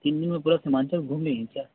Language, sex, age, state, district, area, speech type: Urdu, male, 18-30, Bihar, Purnia, rural, conversation